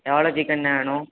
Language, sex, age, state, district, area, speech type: Tamil, male, 18-30, Tamil Nadu, Thoothukudi, rural, conversation